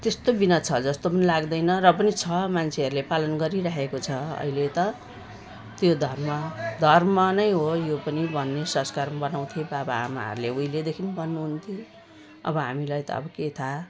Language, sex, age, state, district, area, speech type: Nepali, female, 60+, West Bengal, Jalpaiguri, urban, spontaneous